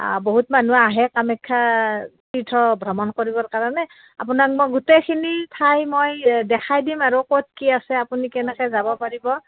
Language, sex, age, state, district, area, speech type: Assamese, female, 30-45, Assam, Kamrup Metropolitan, urban, conversation